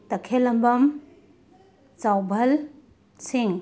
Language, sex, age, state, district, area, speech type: Manipuri, female, 45-60, Manipur, Imphal West, urban, spontaneous